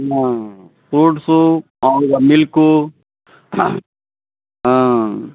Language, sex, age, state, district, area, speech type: Telugu, male, 60+, Andhra Pradesh, Bapatla, urban, conversation